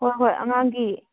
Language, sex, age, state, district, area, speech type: Manipuri, female, 18-30, Manipur, Kakching, rural, conversation